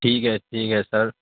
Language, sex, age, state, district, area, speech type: Urdu, male, 30-45, Uttar Pradesh, Ghaziabad, rural, conversation